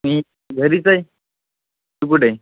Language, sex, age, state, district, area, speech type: Marathi, male, 18-30, Maharashtra, Washim, urban, conversation